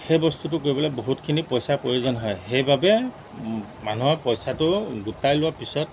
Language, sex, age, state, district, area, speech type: Assamese, male, 45-60, Assam, Golaghat, rural, spontaneous